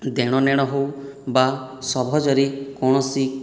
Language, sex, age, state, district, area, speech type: Odia, male, 18-30, Odisha, Boudh, rural, spontaneous